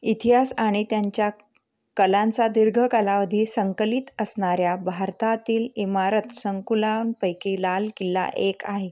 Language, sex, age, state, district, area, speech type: Marathi, female, 30-45, Maharashtra, Amravati, urban, read